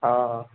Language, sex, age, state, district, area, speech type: Odia, male, 45-60, Odisha, Sambalpur, rural, conversation